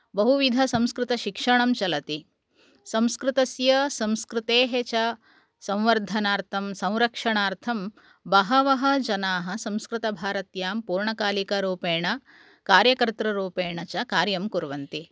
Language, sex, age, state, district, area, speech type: Sanskrit, female, 30-45, Karnataka, Udupi, urban, spontaneous